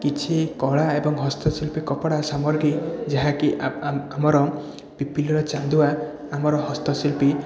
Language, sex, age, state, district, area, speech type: Odia, male, 30-45, Odisha, Puri, urban, spontaneous